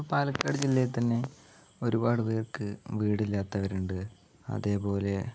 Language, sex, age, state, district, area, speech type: Malayalam, male, 45-60, Kerala, Palakkad, rural, spontaneous